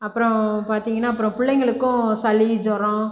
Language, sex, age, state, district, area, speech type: Tamil, female, 30-45, Tamil Nadu, Tiruchirappalli, rural, spontaneous